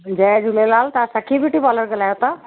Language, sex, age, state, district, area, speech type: Sindhi, female, 45-60, Uttar Pradesh, Lucknow, urban, conversation